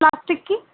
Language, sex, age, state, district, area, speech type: Urdu, female, 18-30, Delhi, North East Delhi, urban, conversation